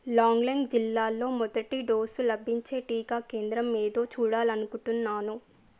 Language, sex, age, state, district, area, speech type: Telugu, female, 18-30, Telangana, Medchal, urban, read